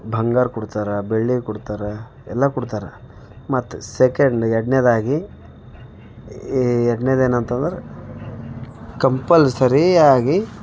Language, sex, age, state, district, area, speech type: Kannada, male, 30-45, Karnataka, Bidar, urban, spontaneous